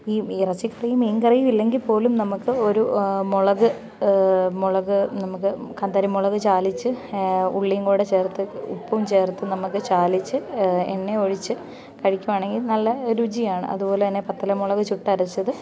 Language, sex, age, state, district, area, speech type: Malayalam, female, 18-30, Kerala, Pathanamthitta, rural, spontaneous